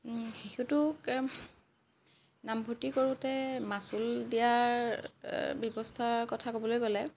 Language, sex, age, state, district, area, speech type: Assamese, female, 45-60, Assam, Lakhimpur, rural, spontaneous